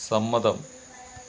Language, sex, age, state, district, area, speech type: Malayalam, male, 30-45, Kerala, Malappuram, rural, read